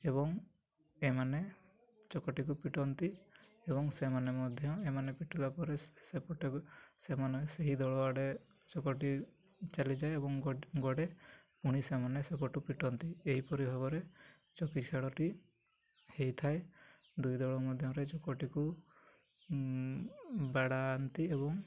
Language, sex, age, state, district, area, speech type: Odia, male, 18-30, Odisha, Mayurbhanj, rural, spontaneous